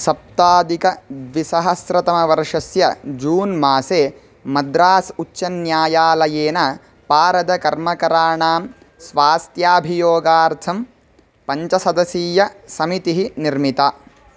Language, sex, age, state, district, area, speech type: Sanskrit, male, 18-30, Karnataka, Chitradurga, rural, read